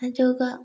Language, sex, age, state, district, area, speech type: Manipuri, female, 18-30, Manipur, Bishnupur, rural, spontaneous